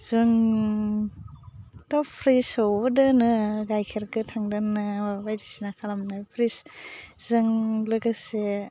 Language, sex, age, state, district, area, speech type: Bodo, female, 30-45, Assam, Udalguri, urban, spontaneous